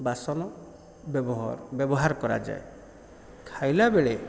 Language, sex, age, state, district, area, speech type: Odia, male, 30-45, Odisha, Kendrapara, urban, spontaneous